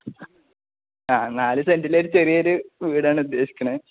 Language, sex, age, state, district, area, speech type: Malayalam, male, 18-30, Kerala, Malappuram, rural, conversation